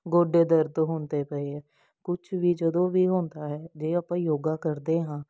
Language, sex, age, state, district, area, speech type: Punjabi, female, 30-45, Punjab, Jalandhar, urban, spontaneous